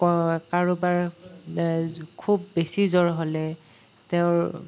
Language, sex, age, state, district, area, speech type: Assamese, male, 18-30, Assam, Nalbari, rural, spontaneous